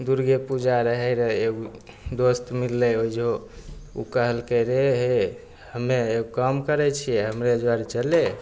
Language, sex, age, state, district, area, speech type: Maithili, male, 18-30, Bihar, Begusarai, rural, spontaneous